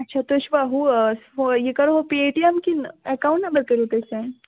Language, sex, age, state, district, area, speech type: Kashmiri, female, 18-30, Jammu and Kashmir, Pulwama, rural, conversation